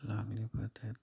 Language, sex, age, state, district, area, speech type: Manipuri, male, 30-45, Manipur, Kakching, rural, spontaneous